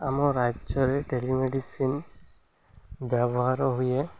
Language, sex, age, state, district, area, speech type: Odia, male, 18-30, Odisha, Malkangiri, urban, spontaneous